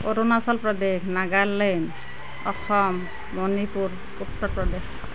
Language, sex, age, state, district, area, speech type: Assamese, female, 30-45, Assam, Nalbari, rural, spontaneous